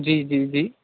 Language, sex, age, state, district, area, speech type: Urdu, male, 18-30, Delhi, South Delhi, urban, conversation